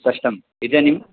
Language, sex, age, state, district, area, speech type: Sanskrit, male, 45-60, Karnataka, Bangalore Urban, urban, conversation